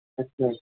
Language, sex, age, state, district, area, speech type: Maithili, other, 18-30, Bihar, Saharsa, rural, conversation